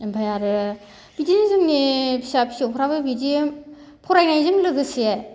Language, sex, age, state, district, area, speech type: Bodo, female, 45-60, Assam, Baksa, rural, spontaneous